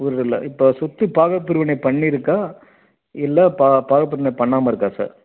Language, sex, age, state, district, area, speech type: Tamil, male, 30-45, Tamil Nadu, Krishnagiri, rural, conversation